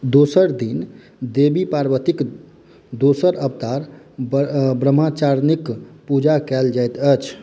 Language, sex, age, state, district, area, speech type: Maithili, male, 18-30, Bihar, Madhubani, rural, read